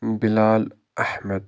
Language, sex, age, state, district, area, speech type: Kashmiri, male, 30-45, Jammu and Kashmir, Budgam, rural, spontaneous